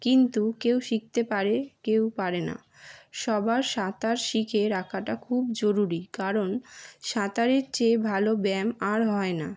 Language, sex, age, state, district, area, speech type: Bengali, female, 18-30, West Bengal, Howrah, urban, spontaneous